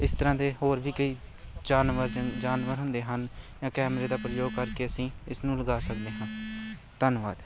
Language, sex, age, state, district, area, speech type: Punjabi, male, 18-30, Punjab, Amritsar, urban, spontaneous